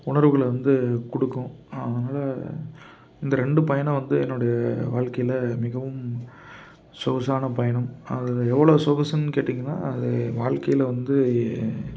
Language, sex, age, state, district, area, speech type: Tamil, male, 30-45, Tamil Nadu, Tiruppur, urban, spontaneous